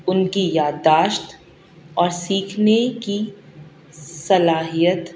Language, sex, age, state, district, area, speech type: Urdu, female, 30-45, Delhi, South Delhi, urban, spontaneous